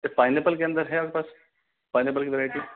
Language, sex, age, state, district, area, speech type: Hindi, male, 30-45, Rajasthan, Jaipur, urban, conversation